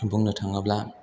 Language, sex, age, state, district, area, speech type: Bodo, male, 18-30, Assam, Chirang, urban, spontaneous